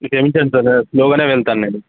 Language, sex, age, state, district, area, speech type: Telugu, male, 18-30, Telangana, Mancherial, rural, conversation